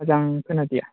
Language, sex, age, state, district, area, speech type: Bodo, male, 18-30, Assam, Kokrajhar, rural, conversation